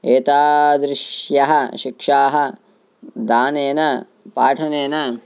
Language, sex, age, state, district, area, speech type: Sanskrit, male, 18-30, Karnataka, Haveri, rural, spontaneous